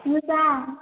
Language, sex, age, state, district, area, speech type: Bodo, female, 18-30, Assam, Baksa, rural, conversation